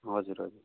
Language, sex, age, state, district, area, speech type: Nepali, male, 45-60, West Bengal, Darjeeling, rural, conversation